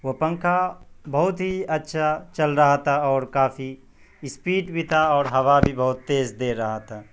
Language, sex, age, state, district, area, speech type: Urdu, male, 18-30, Bihar, Purnia, rural, spontaneous